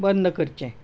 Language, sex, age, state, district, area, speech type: Goan Konkani, female, 60+, Goa, Bardez, urban, read